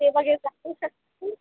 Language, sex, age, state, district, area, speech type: Marathi, female, 30-45, Maharashtra, Wardha, rural, conversation